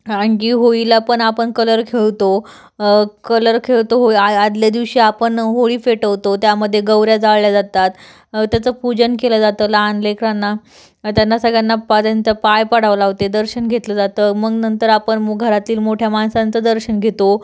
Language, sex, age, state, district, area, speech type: Marathi, female, 18-30, Maharashtra, Jalna, urban, spontaneous